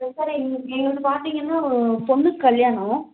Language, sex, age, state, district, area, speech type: Tamil, female, 18-30, Tamil Nadu, Nilgiris, rural, conversation